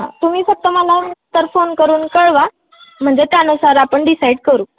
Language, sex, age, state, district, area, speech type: Marathi, female, 18-30, Maharashtra, Osmanabad, rural, conversation